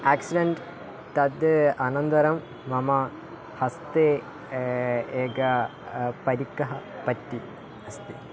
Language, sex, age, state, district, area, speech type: Sanskrit, male, 18-30, Kerala, Thiruvananthapuram, rural, spontaneous